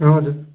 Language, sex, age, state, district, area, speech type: Nepali, male, 45-60, West Bengal, Darjeeling, rural, conversation